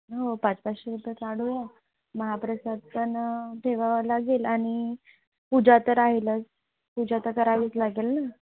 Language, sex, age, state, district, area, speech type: Marathi, female, 30-45, Maharashtra, Nagpur, urban, conversation